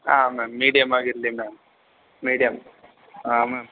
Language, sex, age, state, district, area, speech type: Kannada, male, 18-30, Karnataka, Bangalore Urban, urban, conversation